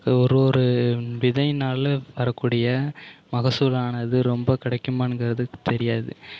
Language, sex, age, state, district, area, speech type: Tamil, male, 30-45, Tamil Nadu, Mayiladuthurai, urban, spontaneous